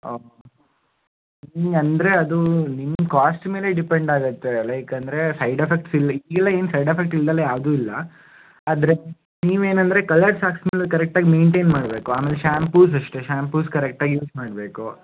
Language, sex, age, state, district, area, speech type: Kannada, male, 18-30, Karnataka, Shimoga, urban, conversation